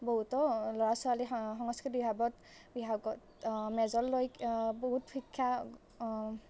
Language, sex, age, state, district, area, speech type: Assamese, female, 18-30, Assam, Nalbari, rural, spontaneous